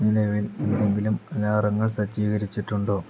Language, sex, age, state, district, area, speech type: Malayalam, male, 30-45, Kerala, Palakkad, rural, read